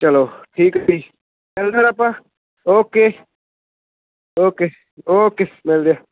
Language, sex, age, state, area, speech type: Punjabi, male, 18-30, Punjab, urban, conversation